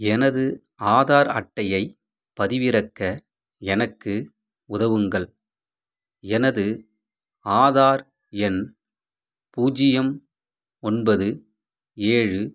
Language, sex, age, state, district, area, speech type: Tamil, male, 45-60, Tamil Nadu, Madurai, rural, read